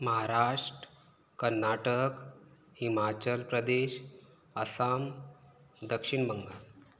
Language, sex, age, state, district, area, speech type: Goan Konkani, male, 30-45, Goa, Canacona, rural, spontaneous